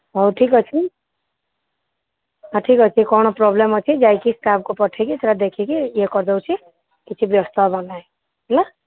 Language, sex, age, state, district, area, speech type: Odia, female, 45-60, Odisha, Sambalpur, rural, conversation